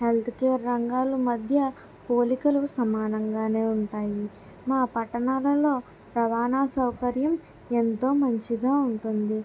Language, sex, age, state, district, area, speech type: Telugu, female, 18-30, Andhra Pradesh, Kakinada, urban, spontaneous